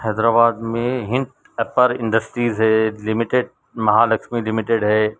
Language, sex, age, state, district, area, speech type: Urdu, male, 45-60, Telangana, Hyderabad, urban, spontaneous